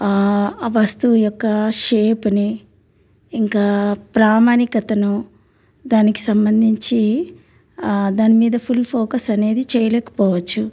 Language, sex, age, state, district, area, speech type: Telugu, female, 30-45, Telangana, Ranga Reddy, urban, spontaneous